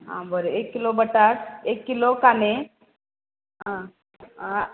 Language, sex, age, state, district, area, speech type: Goan Konkani, female, 30-45, Goa, Bardez, urban, conversation